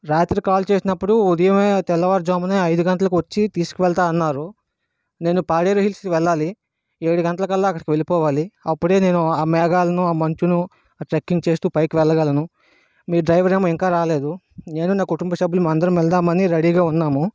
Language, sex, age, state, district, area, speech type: Telugu, male, 18-30, Andhra Pradesh, Vizianagaram, urban, spontaneous